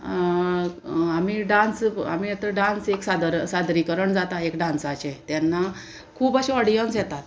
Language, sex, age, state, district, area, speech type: Goan Konkani, female, 45-60, Goa, Murmgao, urban, spontaneous